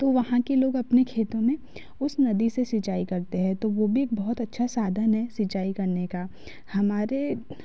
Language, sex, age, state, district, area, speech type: Hindi, female, 30-45, Madhya Pradesh, Betul, rural, spontaneous